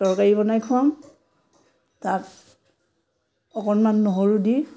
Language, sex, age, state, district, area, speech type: Assamese, female, 60+, Assam, Biswanath, rural, spontaneous